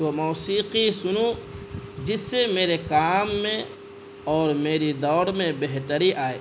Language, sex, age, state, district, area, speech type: Urdu, male, 18-30, Bihar, Purnia, rural, spontaneous